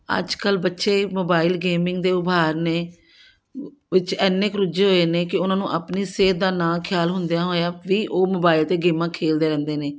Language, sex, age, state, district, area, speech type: Punjabi, female, 60+, Punjab, Amritsar, urban, spontaneous